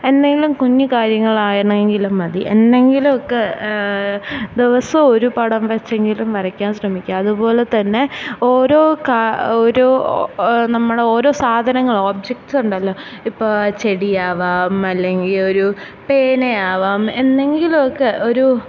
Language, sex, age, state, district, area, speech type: Malayalam, female, 18-30, Kerala, Thiruvananthapuram, urban, spontaneous